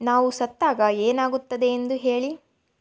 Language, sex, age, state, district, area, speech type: Kannada, female, 18-30, Karnataka, Chitradurga, rural, read